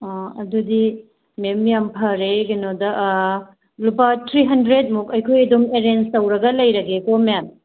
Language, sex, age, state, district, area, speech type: Manipuri, female, 30-45, Manipur, Tengnoupal, rural, conversation